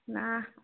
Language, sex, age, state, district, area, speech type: Odia, female, 60+, Odisha, Jharsuguda, rural, conversation